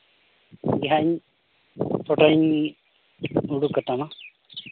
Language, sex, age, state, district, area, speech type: Santali, male, 18-30, Jharkhand, Pakur, rural, conversation